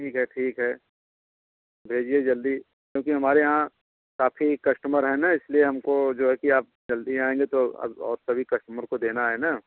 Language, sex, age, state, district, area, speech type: Hindi, male, 30-45, Uttar Pradesh, Bhadohi, rural, conversation